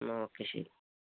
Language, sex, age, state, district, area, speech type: Malayalam, male, 18-30, Kerala, Malappuram, rural, conversation